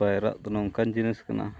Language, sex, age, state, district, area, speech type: Santali, male, 45-60, Odisha, Mayurbhanj, rural, spontaneous